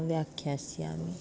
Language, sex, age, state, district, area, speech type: Sanskrit, female, 18-30, Maharashtra, Chandrapur, urban, spontaneous